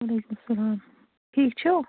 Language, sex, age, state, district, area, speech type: Kashmiri, female, 45-60, Jammu and Kashmir, Baramulla, rural, conversation